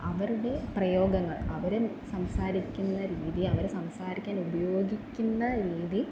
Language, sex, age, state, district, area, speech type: Malayalam, female, 18-30, Kerala, Wayanad, rural, spontaneous